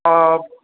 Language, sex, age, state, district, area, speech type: Marathi, male, 18-30, Maharashtra, Sindhudurg, rural, conversation